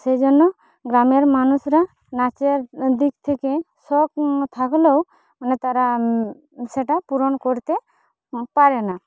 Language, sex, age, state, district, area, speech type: Bengali, female, 18-30, West Bengal, Jhargram, rural, spontaneous